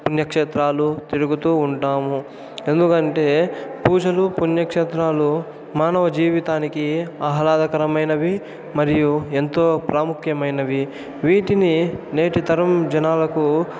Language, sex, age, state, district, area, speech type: Telugu, male, 18-30, Andhra Pradesh, Chittoor, rural, spontaneous